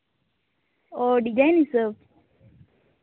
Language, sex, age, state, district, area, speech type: Santali, female, 18-30, Jharkhand, Seraikela Kharsawan, rural, conversation